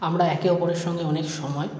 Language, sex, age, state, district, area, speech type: Bengali, male, 45-60, West Bengal, Paschim Bardhaman, urban, spontaneous